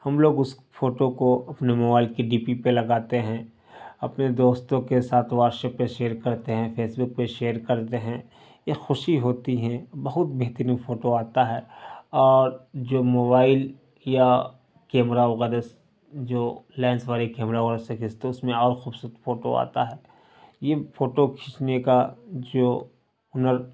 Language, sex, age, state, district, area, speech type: Urdu, male, 30-45, Bihar, Darbhanga, urban, spontaneous